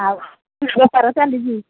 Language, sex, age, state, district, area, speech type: Odia, female, 45-60, Odisha, Angul, rural, conversation